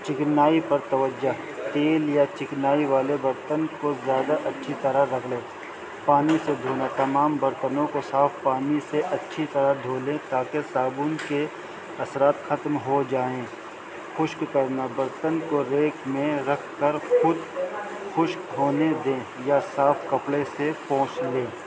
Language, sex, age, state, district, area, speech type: Urdu, male, 45-60, Delhi, North East Delhi, urban, spontaneous